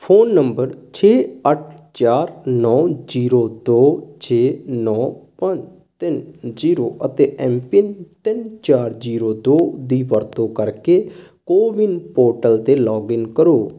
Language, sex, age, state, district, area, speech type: Punjabi, male, 18-30, Punjab, Sangrur, urban, read